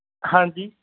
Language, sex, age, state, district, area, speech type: Punjabi, male, 18-30, Punjab, Patiala, rural, conversation